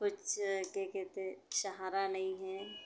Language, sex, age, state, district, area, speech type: Hindi, female, 30-45, Madhya Pradesh, Chhindwara, urban, spontaneous